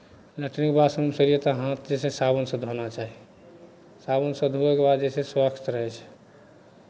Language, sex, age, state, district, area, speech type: Maithili, male, 45-60, Bihar, Madhepura, rural, spontaneous